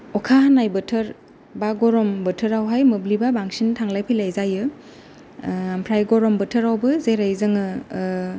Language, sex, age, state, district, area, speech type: Bodo, female, 30-45, Assam, Kokrajhar, rural, spontaneous